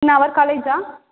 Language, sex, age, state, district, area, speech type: Tamil, female, 18-30, Tamil Nadu, Tiruchirappalli, rural, conversation